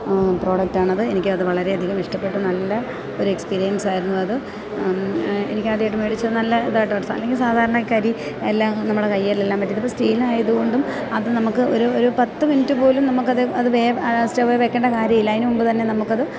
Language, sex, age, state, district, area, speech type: Malayalam, female, 45-60, Kerala, Kottayam, rural, spontaneous